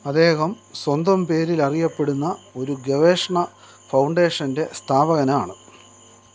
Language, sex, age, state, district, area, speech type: Malayalam, male, 45-60, Kerala, Thiruvananthapuram, rural, read